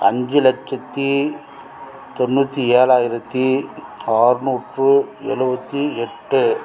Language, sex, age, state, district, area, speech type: Tamil, male, 45-60, Tamil Nadu, Krishnagiri, rural, spontaneous